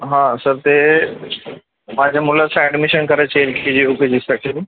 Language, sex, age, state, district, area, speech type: Marathi, male, 30-45, Maharashtra, Beed, rural, conversation